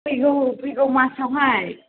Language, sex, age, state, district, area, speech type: Bodo, female, 45-60, Assam, Chirang, rural, conversation